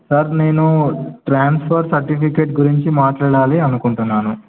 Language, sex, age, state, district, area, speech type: Telugu, male, 18-30, Telangana, Nizamabad, urban, conversation